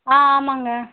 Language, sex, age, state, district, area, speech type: Tamil, female, 18-30, Tamil Nadu, Vellore, urban, conversation